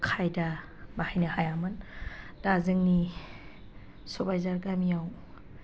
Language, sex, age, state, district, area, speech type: Bodo, female, 30-45, Assam, Chirang, rural, spontaneous